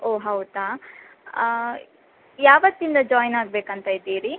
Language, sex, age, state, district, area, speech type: Kannada, female, 18-30, Karnataka, Udupi, rural, conversation